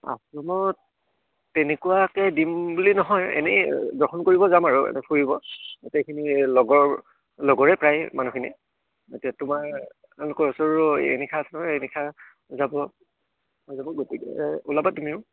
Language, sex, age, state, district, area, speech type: Assamese, male, 30-45, Assam, Udalguri, rural, conversation